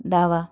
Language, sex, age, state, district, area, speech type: Marathi, female, 45-60, Maharashtra, Akola, urban, read